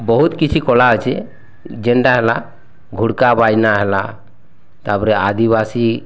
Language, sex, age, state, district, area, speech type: Odia, male, 30-45, Odisha, Bargarh, urban, spontaneous